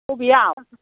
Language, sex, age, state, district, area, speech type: Bodo, female, 45-60, Assam, Baksa, rural, conversation